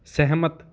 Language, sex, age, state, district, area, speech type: Punjabi, male, 30-45, Punjab, Gurdaspur, rural, read